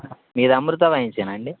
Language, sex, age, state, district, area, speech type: Telugu, male, 18-30, Telangana, Khammam, rural, conversation